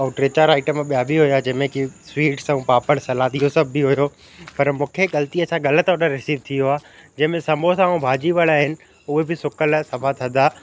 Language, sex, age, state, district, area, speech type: Sindhi, male, 18-30, Madhya Pradesh, Katni, urban, spontaneous